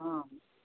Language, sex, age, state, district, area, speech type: Kannada, male, 60+, Karnataka, Vijayanagara, rural, conversation